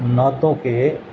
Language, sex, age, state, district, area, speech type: Urdu, male, 60+, Uttar Pradesh, Gautam Buddha Nagar, urban, spontaneous